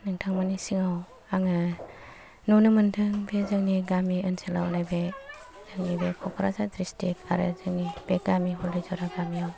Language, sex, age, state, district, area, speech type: Bodo, female, 45-60, Assam, Kokrajhar, rural, spontaneous